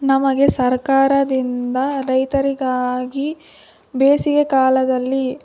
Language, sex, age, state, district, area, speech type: Kannada, female, 18-30, Karnataka, Chikkaballapur, rural, spontaneous